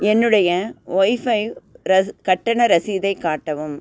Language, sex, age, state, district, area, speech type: Tamil, female, 45-60, Tamil Nadu, Nagapattinam, urban, read